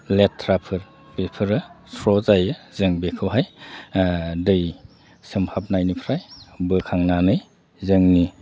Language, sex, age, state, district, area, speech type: Bodo, male, 45-60, Assam, Udalguri, rural, spontaneous